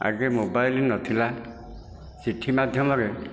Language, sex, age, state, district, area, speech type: Odia, male, 60+, Odisha, Nayagarh, rural, spontaneous